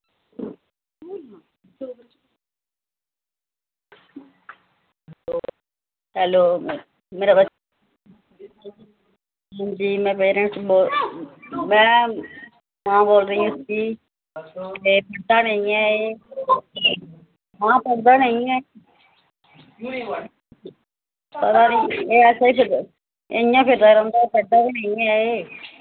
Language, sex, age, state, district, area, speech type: Dogri, female, 30-45, Jammu and Kashmir, Samba, rural, conversation